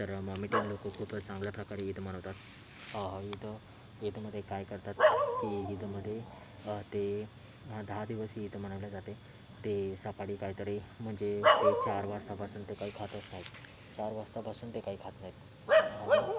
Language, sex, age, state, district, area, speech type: Marathi, male, 30-45, Maharashtra, Thane, urban, spontaneous